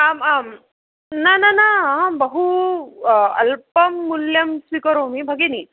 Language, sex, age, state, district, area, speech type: Sanskrit, female, 30-45, Maharashtra, Nagpur, urban, conversation